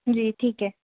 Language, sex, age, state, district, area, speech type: Urdu, female, 18-30, Delhi, Central Delhi, urban, conversation